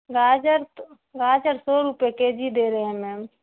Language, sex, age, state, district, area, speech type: Urdu, female, 18-30, Bihar, Saharsa, rural, conversation